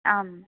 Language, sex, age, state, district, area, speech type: Sanskrit, female, 18-30, Rajasthan, Jaipur, urban, conversation